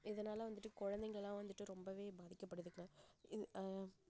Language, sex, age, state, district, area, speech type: Tamil, female, 18-30, Tamil Nadu, Kallakurichi, urban, spontaneous